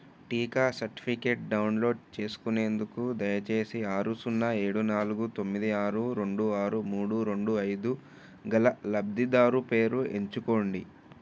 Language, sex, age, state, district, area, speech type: Telugu, male, 18-30, Telangana, Ranga Reddy, urban, read